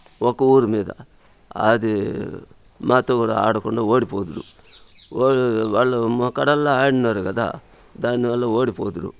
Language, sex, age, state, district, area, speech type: Telugu, male, 60+, Andhra Pradesh, Sri Balaji, rural, spontaneous